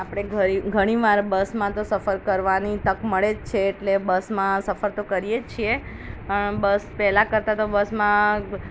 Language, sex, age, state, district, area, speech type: Gujarati, female, 30-45, Gujarat, Ahmedabad, urban, spontaneous